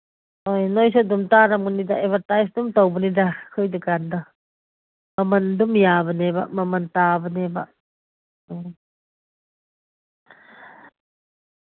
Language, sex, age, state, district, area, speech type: Manipuri, female, 45-60, Manipur, Ukhrul, rural, conversation